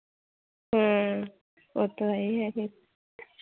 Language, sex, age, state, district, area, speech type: Hindi, female, 45-60, Uttar Pradesh, Hardoi, rural, conversation